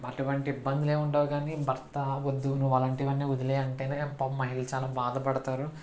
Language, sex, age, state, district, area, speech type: Telugu, male, 60+, Andhra Pradesh, Kakinada, rural, spontaneous